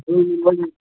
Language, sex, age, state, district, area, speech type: Kashmiri, male, 30-45, Jammu and Kashmir, Baramulla, rural, conversation